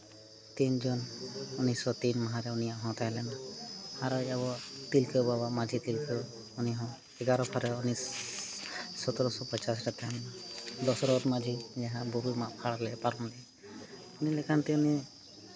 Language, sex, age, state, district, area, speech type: Santali, male, 30-45, Jharkhand, Seraikela Kharsawan, rural, spontaneous